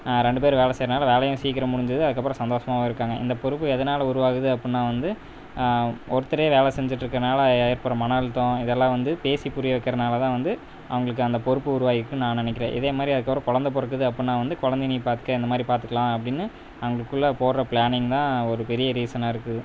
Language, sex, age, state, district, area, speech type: Tamil, male, 18-30, Tamil Nadu, Erode, rural, spontaneous